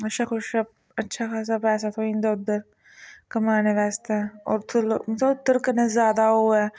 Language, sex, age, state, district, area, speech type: Dogri, female, 18-30, Jammu and Kashmir, Reasi, rural, spontaneous